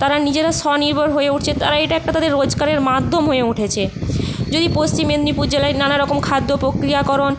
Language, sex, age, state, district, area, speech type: Bengali, female, 45-60, West Bengal, Paschim Medinipur, rural, spontaneous